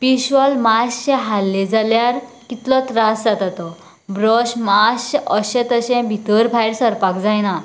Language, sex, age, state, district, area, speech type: Goan Konkani, female, 18-30, Goa, Canacona, rural, spontaneous